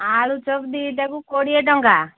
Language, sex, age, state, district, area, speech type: Odia, female, 45-60, Odisha, Gajapati, rural, conversation